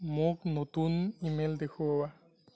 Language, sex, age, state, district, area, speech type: Assamese, male, 30-45, Assam, Darrang, rural, read